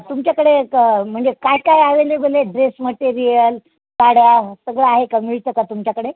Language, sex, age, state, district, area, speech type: Marathi, female, 60+, Maharashtra, Nanded, rural, conversation